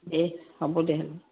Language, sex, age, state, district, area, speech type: Assamese, female, 45-60, Assam, Udalguri, rural, conversation